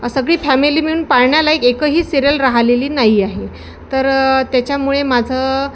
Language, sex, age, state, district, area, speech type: Marathi, female, 30-45, Maharashtra, Thane, urban, spontaneous